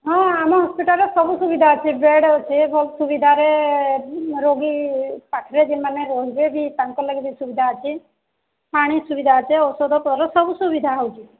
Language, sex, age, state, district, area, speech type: Odia, female, 45-60, Odisha, Sambalpur, rural, conversation